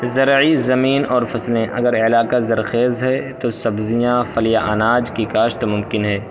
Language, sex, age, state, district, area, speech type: Urdu, male, 18-30, Uttar Pradesh, Balrampur, rural, spontaneous